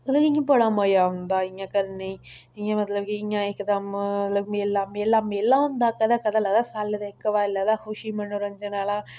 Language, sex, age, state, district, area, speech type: Dogri, female, 18-30, Jammu and Kashmir, Udhampur, rural, spontaneous